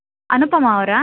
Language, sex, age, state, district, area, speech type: Kannada, female, 30-45, Karnataka, Koppal, rural, conversation